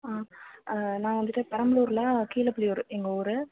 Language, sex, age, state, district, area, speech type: Tamil, female, 18-30, Tamil Nadu, Perambalur, rural, conversation